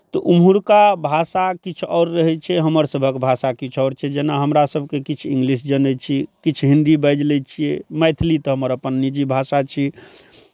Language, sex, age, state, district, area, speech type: Maithili, male, 45-60, Bihar, Darbhanga, rural, spontaneous